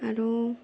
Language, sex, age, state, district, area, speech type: Assamese, female, 18-30, Assam, Darrang, rural, spontaneous